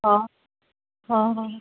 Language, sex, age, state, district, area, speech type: Marathi, female, 30-45, Maharashtra, Nagpur, urban, conversation